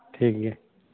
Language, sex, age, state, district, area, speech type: Santali, male, 60+, Jharkhand, Seraikela Kharsawan, rural, conversation